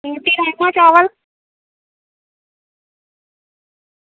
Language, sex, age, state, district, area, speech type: Dogri, female, 45-60, Jammu and Kashmir, Samba, rural, conversation